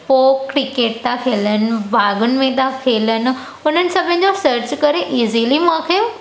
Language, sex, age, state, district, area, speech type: Sindhi, female, 18-30, Gujarat, Surat, urban, spontaneous